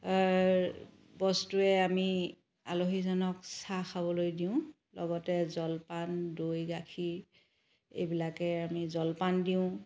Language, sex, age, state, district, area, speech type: Assamese, female, 30-45, Assam, Charaideo, urban, spontaneous